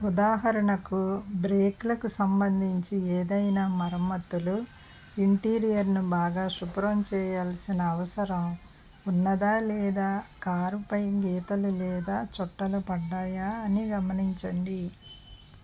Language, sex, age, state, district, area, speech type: Telugu, female, 45-60, Andhra Pradesh, West Godavari, rural, read